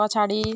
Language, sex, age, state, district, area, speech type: Nepali, female, 30-45, West Bengal, Darjeeling, rural, read